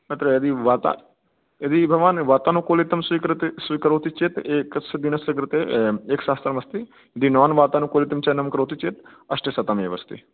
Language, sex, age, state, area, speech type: Sanskrit, male, 18-30, Madhya Pradesh, rural, conversation